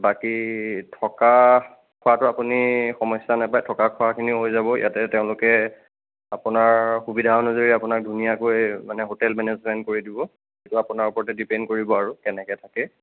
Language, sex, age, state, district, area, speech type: Assamese, male, 45-60, Assam, Nagaon, rural, conversation